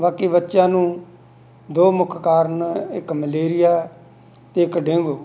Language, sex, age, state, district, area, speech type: Punjabi, male, 60+, Punjab, Bathinda, rural, spontaneous